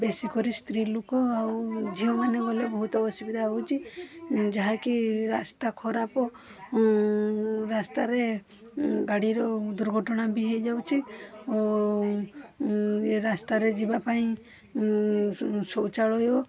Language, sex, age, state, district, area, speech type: Odia, female, 45-60, Odisha, Balasore, rural, spontaneous